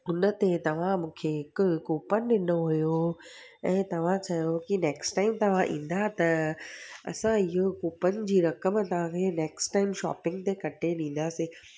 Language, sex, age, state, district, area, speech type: Sindhi, female, 30-45, Gujarat, Surat, urban, spontaneous